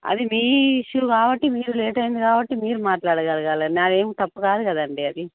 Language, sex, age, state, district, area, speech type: Telugu, female, 45-60, Telangana, Karimnagar, urban, conversation